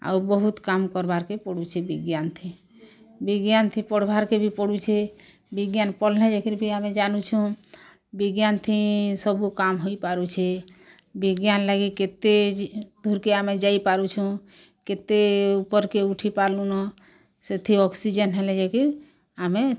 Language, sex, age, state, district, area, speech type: Odia, female, 45-60, Odisha, Bargarh, urban, spontaneous